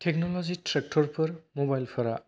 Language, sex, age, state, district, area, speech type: Bodo, male, 18-30, Assam, Kokrajhar, rural, spontaneous